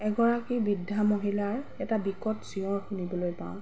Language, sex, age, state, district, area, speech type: Assamese, female, 30-45, Assam, Golaghat, rural, spontaneous